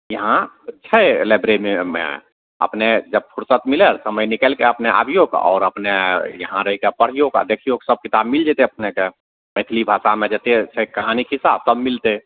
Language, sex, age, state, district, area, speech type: Maithili, male, 45-60, Bihar, Madhepura, urban, conversation